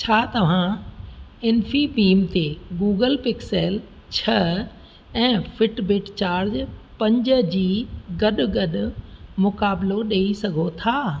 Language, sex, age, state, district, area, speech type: Sindhi, female, 60+, Rajasthan, Ajmer, urban, read